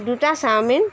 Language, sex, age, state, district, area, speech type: Assamese, female, 45-60, Assam, Jorhat, urban, spontaneous